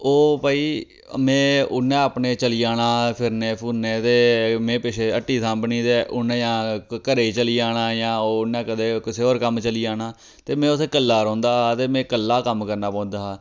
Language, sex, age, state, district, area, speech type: Dogri, male, 30-45, Jammu and Kashmir, Reasi, rural, spontaneous